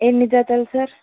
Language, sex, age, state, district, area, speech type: Telugu, female, 30-45, Andhra Pradesh, Eluru, urban, conversation